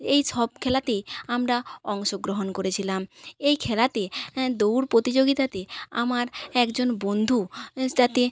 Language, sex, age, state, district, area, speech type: Bengali, female, 45-60, West Bengal, Jhargram, rural, spontaneous